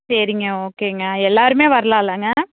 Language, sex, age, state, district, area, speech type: Tamil, female, 18-30, Tamil Nadu, Namakkal, rural, conversation